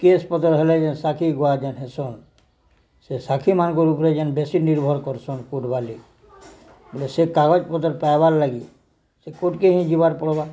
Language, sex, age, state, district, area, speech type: Odia, male, 60+, Odisha, Balangir, urban, spontaneous